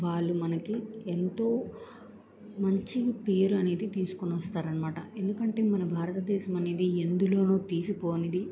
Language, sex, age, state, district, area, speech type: Telugu, female, 18-30, Andhra Pradesh, Bapatla, rural, spontaneous